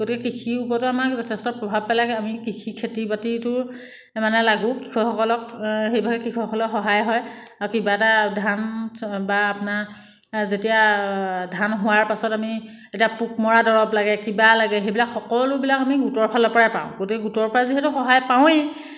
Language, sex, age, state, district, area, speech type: Assamese, female, 30-45, Assam, Jorhat, urban, spontaneous